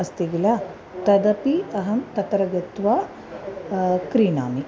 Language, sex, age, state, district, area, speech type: Sanskrit, female, 30-45, Kerala, Ernakulam, urban, spontaneous